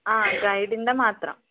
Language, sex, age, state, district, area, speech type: Malayalam, female, 18-30, Kerala, Wayanad, rural, conversation